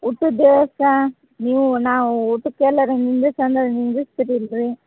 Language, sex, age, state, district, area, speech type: Kannada, female, 30-45, Karnataka, Bagalkot, rural, conversation